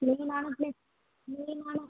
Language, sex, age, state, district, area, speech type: Tamil, female, 18-30, Tamil Nadu, Vellore, urban, conversation